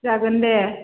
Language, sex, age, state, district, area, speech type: Bodo, female, 45-60, Assam, Chirang, rural, conversation